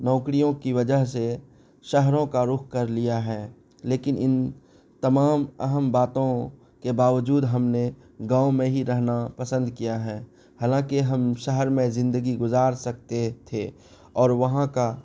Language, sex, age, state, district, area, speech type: Urdu, male, 18-30, Bihar, Araria, rural, spontaneous